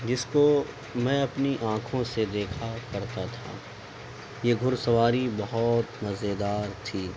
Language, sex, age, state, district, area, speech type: Urdu, male, 18-30, Delhi, Central Delhi, urban, spontaneous